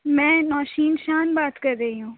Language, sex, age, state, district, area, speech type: Urdu, female, 30-45, Uttar Pradesh, Aligarh, urban, conversation